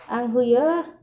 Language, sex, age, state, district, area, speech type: Bodo, female, 45-60, Assam, Kokrajhar, rural, spontaneous